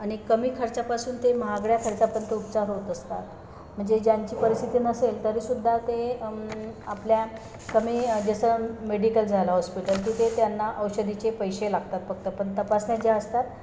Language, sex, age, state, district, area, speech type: Marathi, female, 30-45, Maharashtra, Nagpur, urban, spontaneous